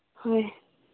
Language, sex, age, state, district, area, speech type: Manipuri, female, 18-30, Manipur, Senapati, rural, conversation